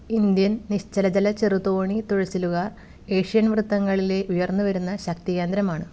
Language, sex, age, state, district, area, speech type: Malayalam, female, 30-45, Kerala, Thrissur, rural, read